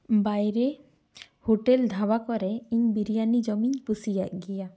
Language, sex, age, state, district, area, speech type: Santali, female, 18-30, West Bengal, Jhargram, rural, spontaneous